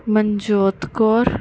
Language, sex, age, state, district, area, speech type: Punjabi, female, 18-30, Punjab, Mansa, urban, spontaneous